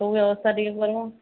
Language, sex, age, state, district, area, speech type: Odia, female, 45-60, Odisha, Sambalpur, rural, conversation